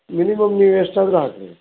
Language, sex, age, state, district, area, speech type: Kannada, male, 60+, Karnataka, Shimoga, rural, conversation